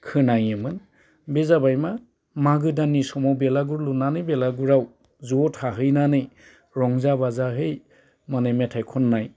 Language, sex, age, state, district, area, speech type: Bodo, male, 45-60, Assam, Udalguri, urban, spontaneous